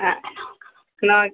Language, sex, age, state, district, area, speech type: Malayalam, female, 18-30, Kerala, Malappuram, rural, conversation